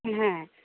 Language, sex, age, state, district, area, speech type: Bengali, female, 45-60, West Bengal, Paschim Medinipur, rural, conversation